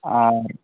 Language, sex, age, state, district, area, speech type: Santali, male, 18-30, West Bengal, Purulia, rural, conversation